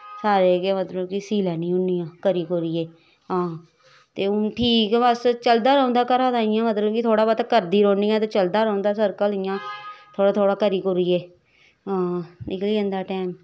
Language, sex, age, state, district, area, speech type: Dogri, female, 30-45, Jammu and Kashmir, Samba, urban, spontaneous